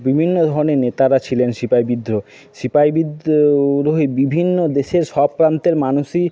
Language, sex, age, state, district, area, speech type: Bengali, male, 30-45, West Bengal, Jhargram, rural, spontaneous